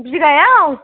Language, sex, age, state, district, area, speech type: Bodo, female, 45-60, Assam, Kokrajhar, urban, conversation